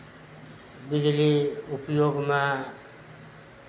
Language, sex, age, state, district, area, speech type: Maithili, male, 60+, Bihar, Araria, rural, spontaneous